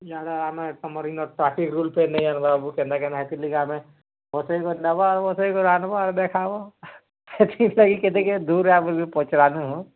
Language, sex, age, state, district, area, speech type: Odia, female, 30-45, Odisha, Bargarh, urban, conversation